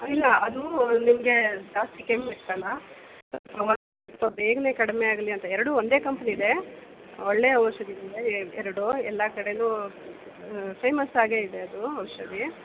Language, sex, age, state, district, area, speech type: Kannada, female, 30-45, Karnataka, Bellary, rural, conversation